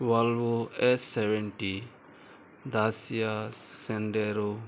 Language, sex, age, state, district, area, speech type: Goan Konkani, male, 30-45, Goa, Murmgao, rural, spontaneous